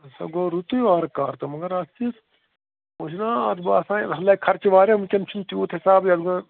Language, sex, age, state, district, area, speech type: Kashmiri, male, 60+, Jammu and Kashmir, Srinagar, rural, conversation